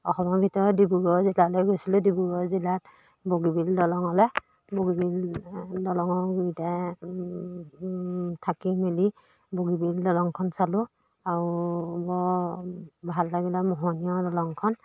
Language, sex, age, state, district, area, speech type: Assamese, female, 45-60, Assam, Majuli, urban, spontaneous